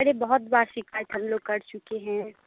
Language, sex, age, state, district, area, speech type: Hindi, female, 18-30, Bihar, Samastipur, rural, conversation